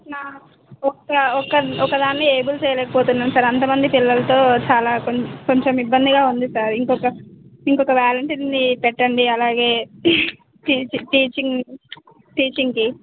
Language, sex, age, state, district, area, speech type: Telugu, female, 18-30, Telangana, Sangareddy, rural, conversation